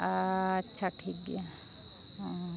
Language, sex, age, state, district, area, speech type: Santali, female, 45-60, Odisha, Mayurbhanj, rural, spontaneous